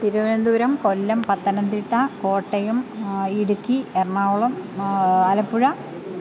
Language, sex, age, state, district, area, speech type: Malayalam, female, 45-60, Kerala, Kottayam, rural, spontaneous